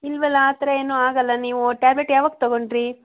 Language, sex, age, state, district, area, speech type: Kannada, female, 45-60, Karnataka, Hassan, urban, conversation